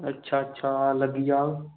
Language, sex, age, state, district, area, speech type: Dogri, male, 18-30, Jammu and Kashmir, Samba, rural, conversation